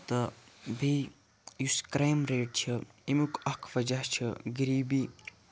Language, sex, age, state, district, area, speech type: Kashmiri, male, 30-45, Jammu and Kashmir, Kupwara, rural, spontaneous